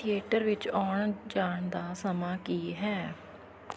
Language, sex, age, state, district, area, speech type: Punjabi, female, 30-45, Punjab, Fatehgarh Sahib, rural, read